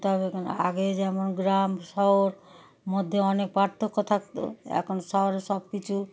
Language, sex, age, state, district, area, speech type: Bengali, female, 60+, West Bengal, Darjeeling, rural, spontaneous